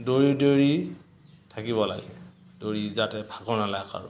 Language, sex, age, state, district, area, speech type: Assamese, male, 45-60, Assam, Dhemaji, rural, spontaneous